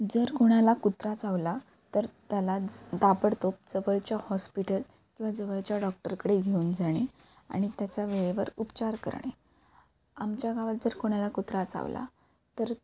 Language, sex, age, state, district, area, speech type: Marathi, female, 18-30, Maharashtra, Ratnagiri, rural, spontaneous